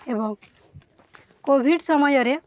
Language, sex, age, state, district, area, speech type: Odia, female, 18-30, Odisha, Balangir, urban, spontaneous